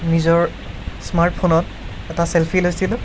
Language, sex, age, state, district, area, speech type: Assamese, male, 18-30, Assam, Nagaon, rural, spontaneous